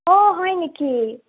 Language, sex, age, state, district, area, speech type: Assamese, female, 18-30, Assam, Sonitpur, rural, conversation